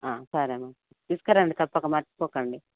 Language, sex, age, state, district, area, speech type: Telugu, female, 45-60, Telangana, Karimnagar, urban, conversation